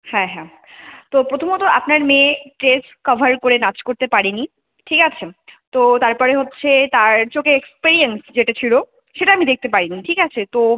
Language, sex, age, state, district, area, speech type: Bengali, female, 18-30, West Bengal, Jalpaiguri, rural, conversation